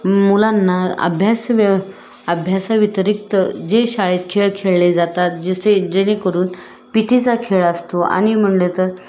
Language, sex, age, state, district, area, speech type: Marathi, female, 30-45, Maharashtra, Osmanabad, rural, spontaneous